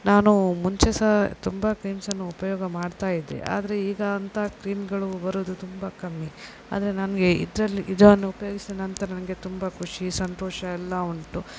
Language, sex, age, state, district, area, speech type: Kannada, female, 30-45, Karnataka, Shimoga, rural, spontaneous